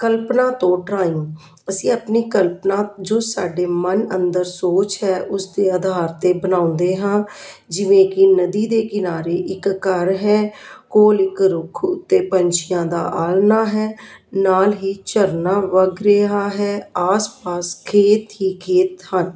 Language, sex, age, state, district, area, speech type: Punjabi, female, 45-60, Punjab, Jalandhar, urban, spontaneous